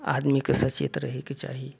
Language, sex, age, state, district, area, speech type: Maithili, male, 60+, Bihar, Saharsa, urban, spontaneous